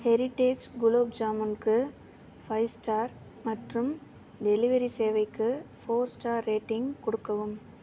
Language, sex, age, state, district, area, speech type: Tamil, female, 30-45, Tamil Nadu, Tiruvarur, rural, read